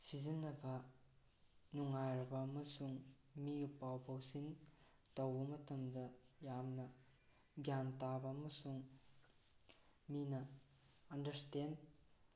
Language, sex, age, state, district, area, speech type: Manipuri, male, 18-30, Manipur, Tengnoupal, rural, spontaneous